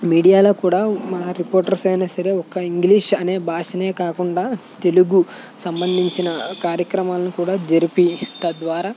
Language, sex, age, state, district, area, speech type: Telugu, male, 18-30, Andhra Pradesh, West Godavari, rural, spontaneous